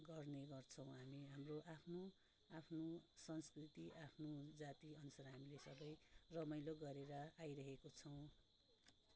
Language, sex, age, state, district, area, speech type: Nepali, female, 30-45, West Bengal, Darjeeling, rural, spontaneous